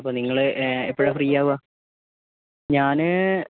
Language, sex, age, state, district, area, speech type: Malayalam, male, 30-45, Kerala, Kozhikode, urban, conversation